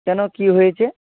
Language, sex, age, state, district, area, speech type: Bengali, male, 60+, West Bengal, Purba Medinipur, rural, conversation